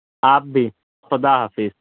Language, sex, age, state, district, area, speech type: Urdu, male, 60+, Maharashtra, Nashik, urban, conversation